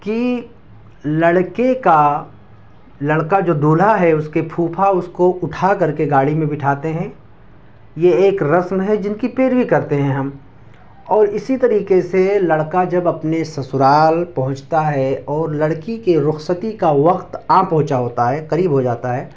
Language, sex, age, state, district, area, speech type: Urdu, male, 18-30, Delhi, East Delhi, urban, spontaneous